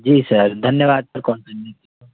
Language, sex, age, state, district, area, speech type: Hindi, male, 18-30, Madhya Pradesh, Jabalpur, urban, conversation